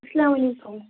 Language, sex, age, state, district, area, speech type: Kashmiri, female, 18-30, Jammu and Kashmir, Bandipora, rural, conversation